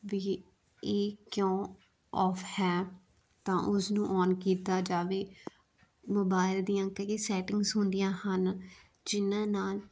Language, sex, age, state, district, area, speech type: Punjabi, female, 30-45, Punjab, Muktsar, rural, spontaneous